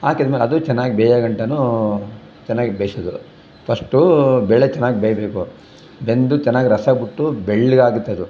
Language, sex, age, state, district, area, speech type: Kannada, male, 60+, Karnataka, Chamarajanagar, rural, spontaneous